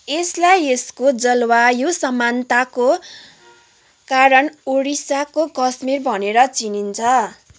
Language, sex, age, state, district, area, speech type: Nepali, female, 18-30, West Bengal, Kalimpong, rural, read